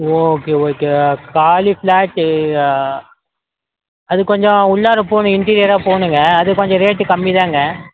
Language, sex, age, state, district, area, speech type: Tamil, male, 45-60, Tamil Nadu, Tenkasi, rural, conversation